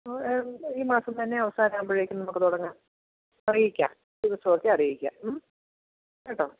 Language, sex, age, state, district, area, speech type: Malayalam, female, 45-60, Kerala, Idukki, rural, conversation